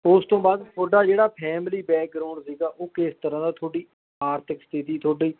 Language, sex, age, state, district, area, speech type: Punjabi, male, 18-30, Punjab, Kapurthala, rural, conversation